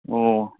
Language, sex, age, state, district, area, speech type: Manipuri, male, 45-60, Manipur, Ukhrul, rural, conversation